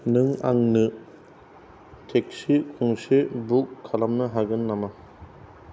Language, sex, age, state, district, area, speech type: Bodo, male, 45-60, Assam, Kokrajhar, rural, read